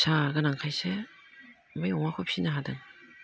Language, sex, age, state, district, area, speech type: Bodo, female, 60+, Assam, Udalguri, rural, spontaneous